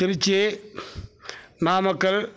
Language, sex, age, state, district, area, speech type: Tamil, male, 60+, Tamil Nadu, Mayiladuthurai, urban, spontaneous